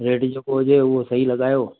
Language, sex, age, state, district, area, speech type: Sindhi, male, 60+, Madhya Pradesh, Katni, urban, conversation